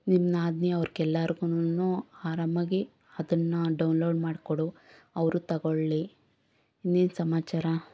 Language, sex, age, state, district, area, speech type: Kannada, female, 30-45, Karnataka, Bangalore Urban, rural, spontaneous